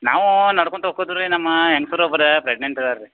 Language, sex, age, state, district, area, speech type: Kannada, male, 45-60, Karnataka, Belgaum, rural, conversation